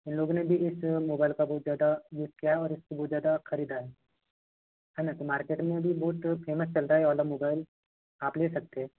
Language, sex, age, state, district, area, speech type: Hindi, male, 30-45, Madhya Pradesh, Balaghat, rural, conversation